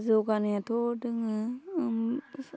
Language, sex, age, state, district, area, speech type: Bodo, female, 18-30, Assam, Udalguri, urban, spontaneous